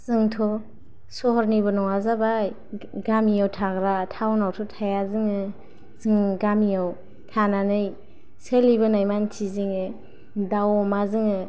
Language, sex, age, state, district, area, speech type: Bodo, female, 18-30, Assam, Kokrajhar, rural, spontaneous